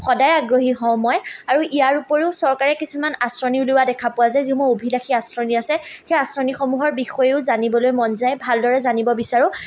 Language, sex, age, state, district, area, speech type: Assamese, female, 18-30, Assam, Majuli, urban, spontaneous